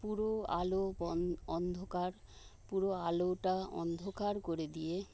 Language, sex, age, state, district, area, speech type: Bengali, female, 60+, West Bengal, Paschim Medinipur, urban, spontaneous